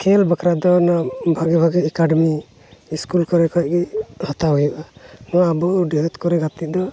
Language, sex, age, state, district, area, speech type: Santali, male, 30-45, Jharkhand, Pakur, rural, spontaneous